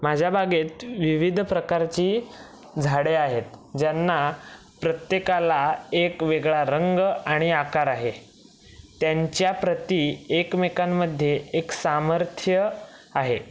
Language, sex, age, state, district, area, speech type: Marathi, male, 18-30, Maharashtra, Raigad, rural, spontaneous